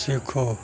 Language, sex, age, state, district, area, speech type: Hindi, male, 60+, Uttar Pradesh, Mau, rural, read